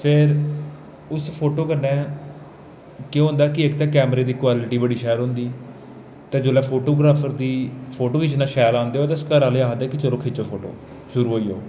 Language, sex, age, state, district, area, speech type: Dogri, male, 18-30, Jammu and Kashmir, Jammu, rural, spontaneous